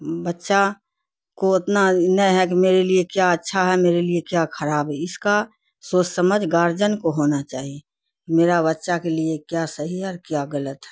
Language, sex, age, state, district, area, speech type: Urdu, female, 60+, Bihar, Khagaria, rural, spontaneous